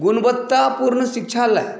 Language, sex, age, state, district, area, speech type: Maithili, male, 45-60, Bihar, Saharsa, urban, spontaneous